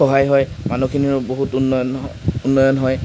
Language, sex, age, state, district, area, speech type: Assamese, male, 60+, Assam, Darrang, rural, spontaneous